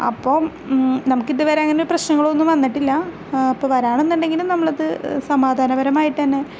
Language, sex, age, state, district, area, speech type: Malayalam, female, 18-30, Kerala, Ernakulam, rural, spontaneous